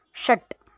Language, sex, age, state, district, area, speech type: Sanskrit, female, 18-30, Karnataka, Bellary, urban, read